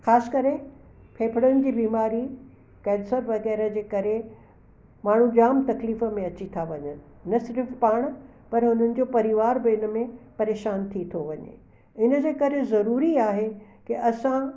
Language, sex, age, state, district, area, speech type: Sindhi, female, 60+, Gujarat, Kutch, urban, spontaneous